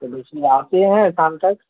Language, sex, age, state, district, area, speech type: Urdu, male, 18-30, Bihar, Purnia, rural, conversation